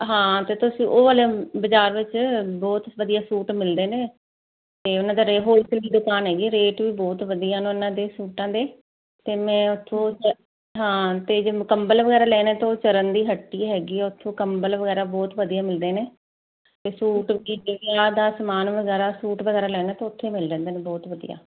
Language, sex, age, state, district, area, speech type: Punjabi, female, 30-45, Punjab, Firozpur, urban, conversation